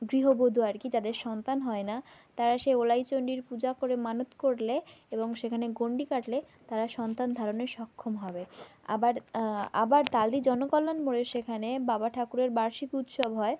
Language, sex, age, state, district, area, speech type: Bengali, female, 18-30, West Bengal, South 24 Parganas, rural, spontaneous